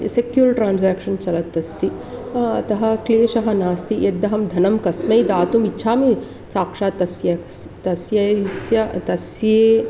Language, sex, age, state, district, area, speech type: Sanskrit, female, 45-60, Karnataka, Mandya, urban, spontaneous